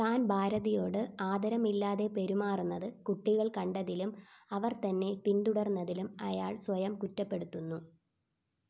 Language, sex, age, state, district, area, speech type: Malayalam, female, 18-30, Kerala, Thiruvananthapuram, rural, read